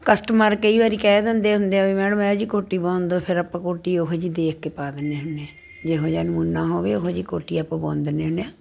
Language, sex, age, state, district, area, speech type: Punjabi, female, 60+, Punjab, Muktsar, urban, spontaneous